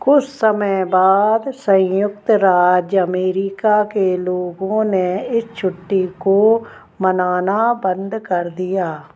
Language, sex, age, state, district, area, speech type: Hindi, female, 45-60, Madhya Pradesh, Narsinghpur, rural, read